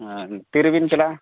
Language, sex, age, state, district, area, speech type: Santali, male, 45-60, Odisha, Mayurbhanj, rural, conversation